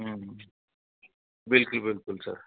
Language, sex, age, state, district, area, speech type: Marathi, male, 45-60, Maharashtra, Osmanabad, rural, conversation